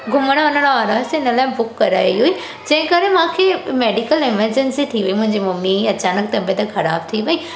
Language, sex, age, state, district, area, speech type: Sindhi, female, 18-30, Gujarat, Surat, urban, spontaneous